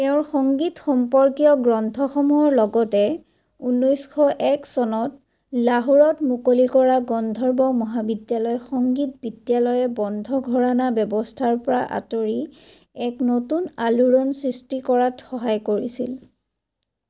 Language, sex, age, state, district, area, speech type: Assamese, female, 45-60, Assam, Sonitpur, rural, read